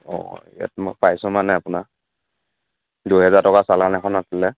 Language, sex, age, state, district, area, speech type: Assamese, male, 18-30, Assam, Dhemaji, rural, conversation